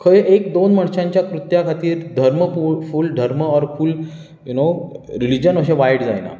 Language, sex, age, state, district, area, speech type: Goan Konkani, male, 30-45, Goa, Bardez, urban, spontaneous